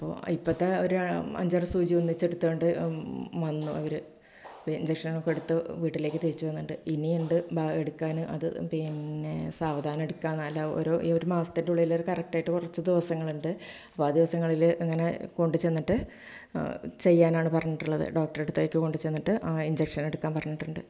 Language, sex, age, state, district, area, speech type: Malayalam, female, 45-60, Kerala, Malappuram, rural, spontaneous